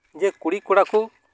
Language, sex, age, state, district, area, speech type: Santali, male, 30-45, West Bengal, Uttar Dinajpur, rural, spontaneous